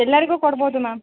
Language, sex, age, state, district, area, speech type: Kannada, female, 18-30, Karnataka, Bellary, rural, conversation